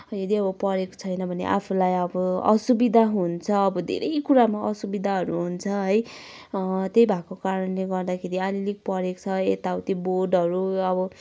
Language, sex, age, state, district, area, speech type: Nepali, female, 60+, West Bengal, Kalimpong, rural, spontaneous